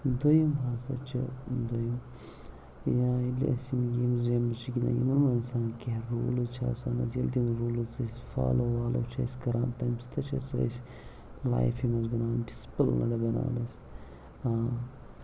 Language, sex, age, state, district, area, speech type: Kashmiri, male, 30-45, Jammu and Kashmir, Pulwama, urban, spontaneous